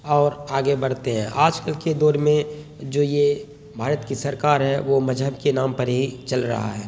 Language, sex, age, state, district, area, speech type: Urdu, male, 30-45, Bihar, Khagaria, rural, spontaneous